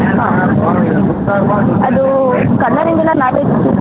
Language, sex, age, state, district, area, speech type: Kannada, female, 30-45, Karnataka, Hassan, urban, conversation